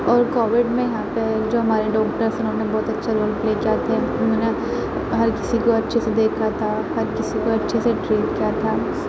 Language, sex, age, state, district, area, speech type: Urdu, female, 30-45, Uttar Pradesh, Aligarh, rural, spontaneous